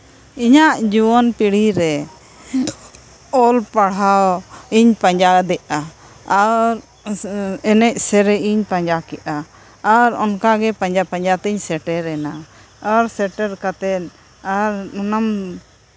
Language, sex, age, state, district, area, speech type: Santali, female, 45-60, Jharkhand, Seraikela Kharsawan, rural, spontaneous